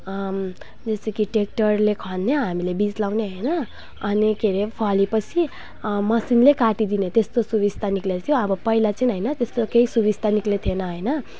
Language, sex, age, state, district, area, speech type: Nepali, female, 18-30, West Bengal, Alipurduar, rural, spontaneous